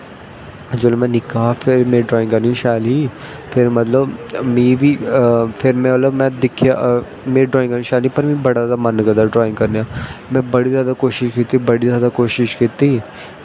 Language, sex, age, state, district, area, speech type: Dogri, male, 18-30, Jammu and Kashmir, Jammu, rural, spontaneous